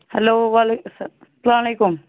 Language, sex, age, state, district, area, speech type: Kashmiri, female, 30-45, Jammu and Kashmir, Baramulla, rural, conversation